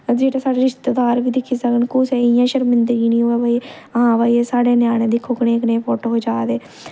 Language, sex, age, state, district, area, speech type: Dogri, female, 18-30, Jammu and Kashmir, Jammu, rural, spontaneous